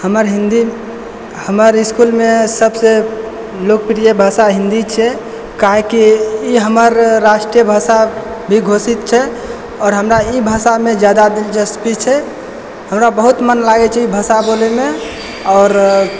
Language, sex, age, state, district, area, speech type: Maithili, male, 18-30, Bihar, Purnia, rural, spontaneous